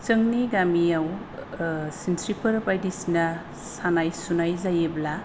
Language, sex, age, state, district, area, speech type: Bodo, female, 45-60, Assam, Kokrajhar, rural, spontaneous